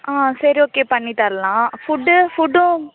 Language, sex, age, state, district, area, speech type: Tamil, female, 18-30, Tamil Nadu, Thanjavur, urban, conversation